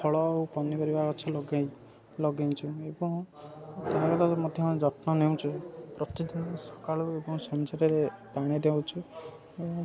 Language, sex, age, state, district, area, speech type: Odia, male, 18-30, Odisha, Puri, urban, spontaneous